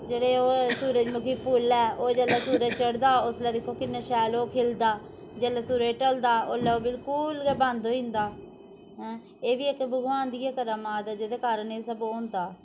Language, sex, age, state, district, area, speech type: Dogri, female, 18-30, Jammu and Kashmir, Udhampur, rural, spontaneous